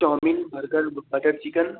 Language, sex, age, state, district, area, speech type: Hindi, male, 18-30, Uttar Pradesh, Bhadohi, rural, conversation